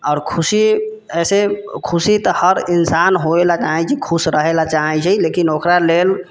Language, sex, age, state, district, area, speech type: Maithili, male, 18-30, Bihar, Sitamarhi, rural, spontaneous